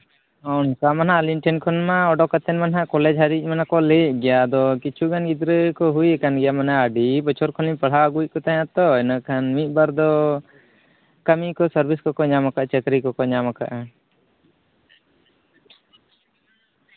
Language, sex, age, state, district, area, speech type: Santali, male, 18-30, Jharkhand, East Singhbhum, rural, conversation